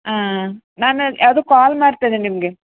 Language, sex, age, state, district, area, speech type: Kannada, female, 30-45, Karnataka, Uttara Kannada, rural, conversation